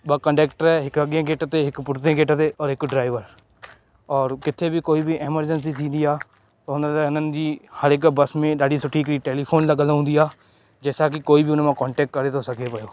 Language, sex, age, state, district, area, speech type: Sindhi, male, 18-30, Madhya Pradesh, Katni, urban, spontaneous